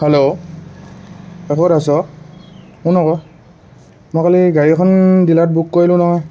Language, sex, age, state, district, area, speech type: Assamese, male, 18-30, Assam, Dhemaji, rural, spontaneous